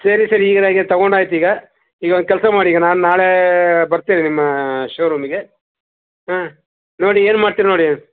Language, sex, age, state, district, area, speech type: Kannada, male, 45-60, Karnataka, Shimoga, rural, conversation